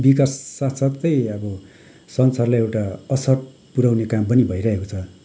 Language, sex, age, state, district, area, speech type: Nepali, male, 45-60, West Bengal, Kalimpong, rural, spontaneous